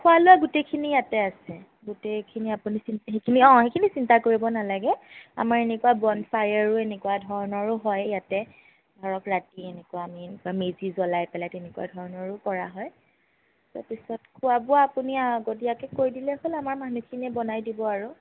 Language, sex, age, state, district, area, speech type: Assamese, female, 18-30, Assam, Sonitpur, rural, conversation